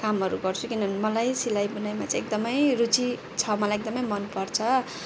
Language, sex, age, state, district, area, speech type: Nepali, female, 45-60, West Bengal, Kalimpong, rural, spontaneous